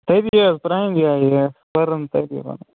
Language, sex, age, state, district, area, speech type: Kashmiri, male, 45-60, Jammu and Kashmir, Budgam, urban, conversation